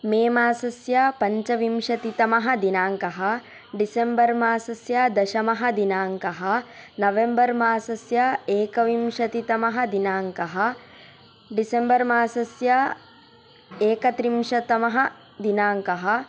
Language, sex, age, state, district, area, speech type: Sanskrit, female, 18-30, Karnataka, Tumkur, urban, spontaneous